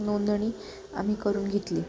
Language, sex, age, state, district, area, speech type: Marathi, female, 18-30, Maharashtra, Ahmednagar, rural, spontaneous